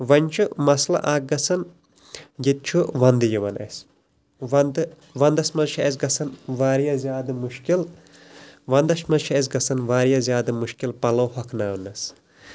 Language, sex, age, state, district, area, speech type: Kashmiri, male, 30-45, Jammu and Kashmir, Shopian, urban, spontaneous